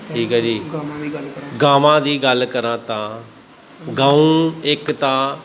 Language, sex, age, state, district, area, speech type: Punjabi, male, 30-45, Punjab, Gurdaspur, rural, spontaneous